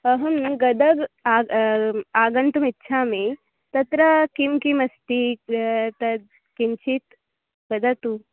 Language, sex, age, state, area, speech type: Sanskrit, female, 18-30, Goa, urban, conversation